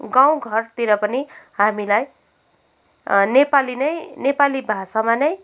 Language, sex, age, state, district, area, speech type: Nepali, female, 18-30, West Bengal, Kalimpong, rural, spontaneous